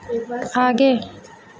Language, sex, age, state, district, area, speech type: Hindi, female, 18-30, Madhya Pradesh, Harda, urban, read